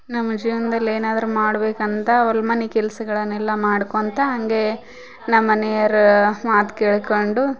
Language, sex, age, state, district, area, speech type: Kannada, female, 18-30, Karnataka, Koppal, rural, spontaneous